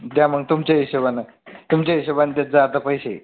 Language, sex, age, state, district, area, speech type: Marathi, male, 18-30, Maharashtra, Buldhana, urban, conversation